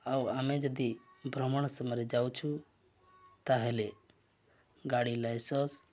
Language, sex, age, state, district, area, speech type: Odia, male, 45-60, Odisha, Nuapada, rural, spontaneous